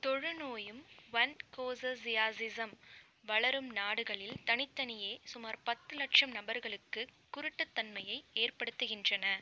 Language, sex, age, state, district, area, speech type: Tamil, female, 45-60, Tamil Nadu, Pudukkottai, rural, read